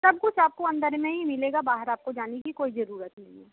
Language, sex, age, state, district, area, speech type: Hindi, female, 18-30, Bihar, Muzaffarpur, urban, conversation